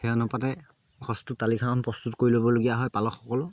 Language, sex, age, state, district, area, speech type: Assamese, male, 30-45, Assam, Sivasagar, rural, spontaneous